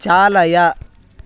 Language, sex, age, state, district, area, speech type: Sanskrit, male, 18-30, Karnataka, Vijayapura, rural, read